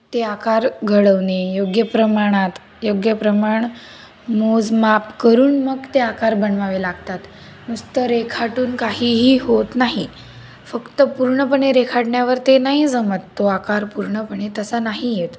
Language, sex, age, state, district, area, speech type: Marathi, female, 18-30, Maharashtra, Nashik, urban, spontaneous